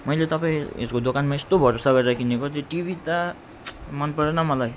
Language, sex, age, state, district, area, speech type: Nepali, male, 45-60, West Bengal, Alipurduar, urban, spontaneous